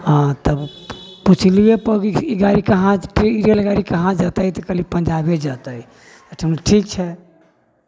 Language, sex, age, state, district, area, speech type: Maithili, male, 60+, Bihar, Sitamarhi, rural, spontaneous